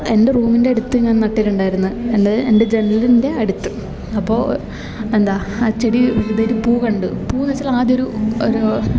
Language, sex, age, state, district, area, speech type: Malayalam, female, 18-30, Kerala, Kasaragod, rural, spontaneous